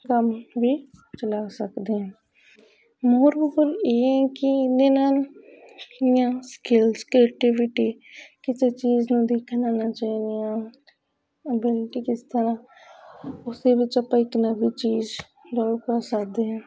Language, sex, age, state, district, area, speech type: Punjabi, female, 18-30, Punjab, Faridkot, urban, spontaneous